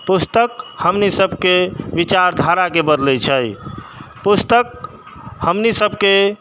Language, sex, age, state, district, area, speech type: Maithili, male, 30-45, Bihar, Sitamarhi, urban, spontaneous